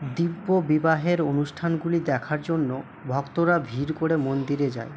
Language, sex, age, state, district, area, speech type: Bengali, male, 18-30, West Bengal, Malda, urban, read